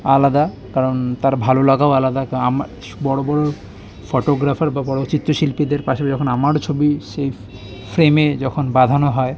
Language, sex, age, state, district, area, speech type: Bengali, male, 30-45, West Bengal, Kolkata, urban, spontaneous